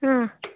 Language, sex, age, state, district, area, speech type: Kannada, female, 18-30, Karnataka, Davanagere, rural, conversation